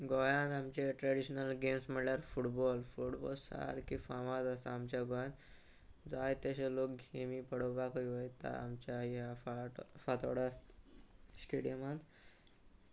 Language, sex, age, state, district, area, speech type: Goan Konkani, male, 18-30, Goa, Salcete, rural, spontaneous